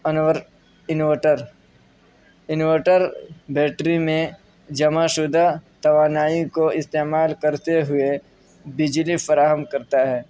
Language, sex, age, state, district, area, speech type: Urdu, male, 18-30, Uttar Pradesh, Saharanpur, urban, spontaneous